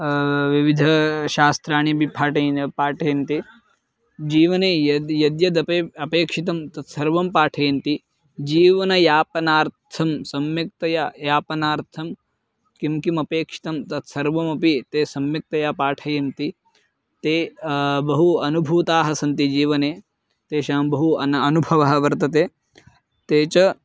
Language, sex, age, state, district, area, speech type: Sanskrit, male, 18-30, Karnataka, Bagalkot, rural, spontaneous